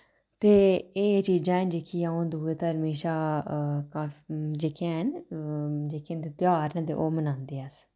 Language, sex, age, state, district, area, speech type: Dogri, female, 30-45, Jammu and Kashmir, Udhampur, urban, spontaneous